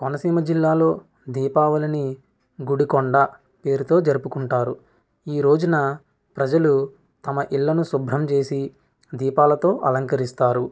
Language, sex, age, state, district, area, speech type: Telugu, male, 45-60, Andhra Pradesh, Konaseema, rural, spontaneous